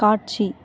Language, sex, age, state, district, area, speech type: Tamil, female, 30-45, Tamil Nadu, Kanchipuram, urban, read